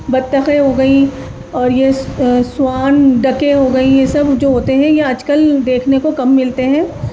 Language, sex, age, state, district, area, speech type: Urdu, female, 30-45, Delhi, East Delhi, rural, spontaneous